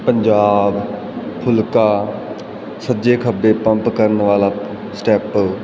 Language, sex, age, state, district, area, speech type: Punjabi, male, 18-30, Punjab, Fazilka, rural, spontaneous